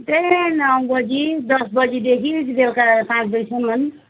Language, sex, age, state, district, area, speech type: Nepali, female, 60+, West Bengal, Jalpaiguri, rural, conversation